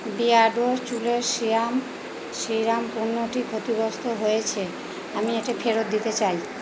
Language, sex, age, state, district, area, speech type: Bengali, female, 30-45, West Bengal, Purba Bardhaman, urban, read